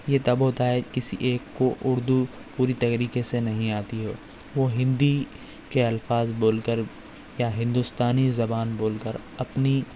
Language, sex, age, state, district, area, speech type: Urdu, male, 18-30, Telangana, Hyderabad, urban, spontaneous